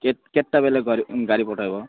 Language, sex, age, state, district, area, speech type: Odia, male, 18-30, Odisha, Malkangiri, urban, conversation